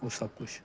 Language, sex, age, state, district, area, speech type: Punjabi, male, 30-45, Punjab, Faridkot, urban, spontaneous